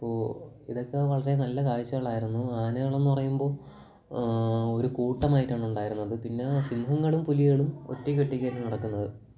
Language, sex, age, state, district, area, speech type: Malayalam, male, 18-30, Kerala, Kollam, rural, spontaneous